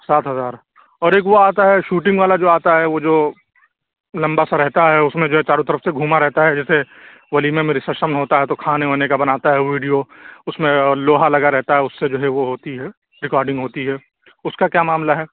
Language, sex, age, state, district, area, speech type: Urdu, male, 45-60, Uttar Pradesh, Lucknow, urban, conversation